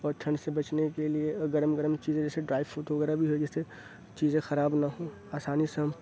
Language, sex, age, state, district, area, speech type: Urdu, male, 30-45, Uttar Pradesh, Aligarh, rural, spontaneous